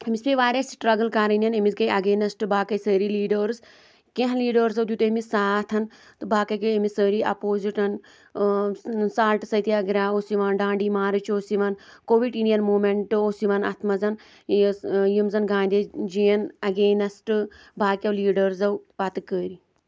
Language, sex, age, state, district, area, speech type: Kashmiri, female, 18-30, Jammu and Kashmir, Kulgam, rural, spontaneous